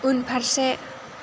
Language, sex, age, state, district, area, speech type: Bodo, female, 18-30, Assam, Chirang, rural, read